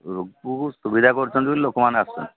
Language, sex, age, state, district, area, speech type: Odia, male, 45-60, Odisha, Sambalpur, rural, conversation